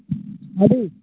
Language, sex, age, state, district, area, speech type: Telugu, male, 18-30, Telangana, Nirmal, rural, conversation